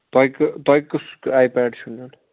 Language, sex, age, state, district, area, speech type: Kashmiri, male, 18-30, Jammu and Kashmir, Anantnag, urban, conversation